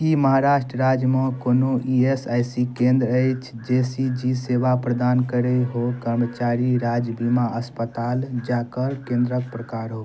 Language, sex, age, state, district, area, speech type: Maithili, male, 18-30, Bihar, Darbhanga, rural, read